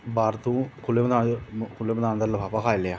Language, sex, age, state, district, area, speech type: Dogri, male, 30-45, Jammu and Kashmir, Jammu, rural, spontaneous